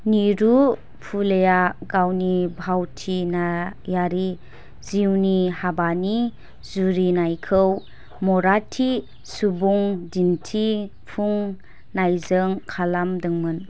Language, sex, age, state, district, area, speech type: Bodo, female, 18-30, Assam, Chirang, rural, read